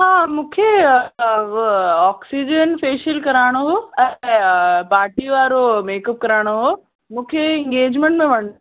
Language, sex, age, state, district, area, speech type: Sindhi, female, 18-30, Delhi, South Delhi, urban, conversation